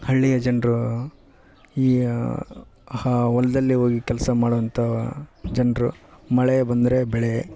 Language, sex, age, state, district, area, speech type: Kannada, male, 30-45, Karnataka, Vijayanagara, rural, spontaneous